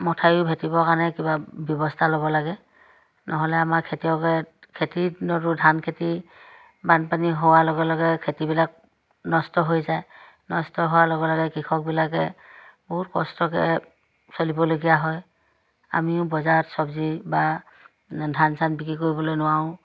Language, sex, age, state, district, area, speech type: Assamese, female, 45-60, Assam, Dhemaji, urban, spontaneous